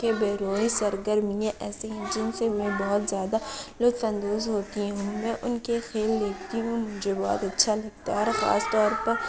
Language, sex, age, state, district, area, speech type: Urdu, female, 45-60, Uttar Pradesh, Lucknow, rural, spontaneous